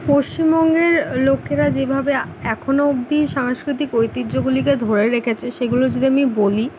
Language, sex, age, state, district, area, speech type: Bengali, female, 18-30, West Bengal, Kolkata, urban, spontaneous